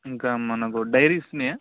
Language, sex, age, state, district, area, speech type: Telugu, male, 18-30, Telangana, Peddapalli, rural, conversation